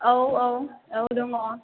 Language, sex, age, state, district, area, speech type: Bodo, female, 30-45, Assam, Chirang, rural, conversation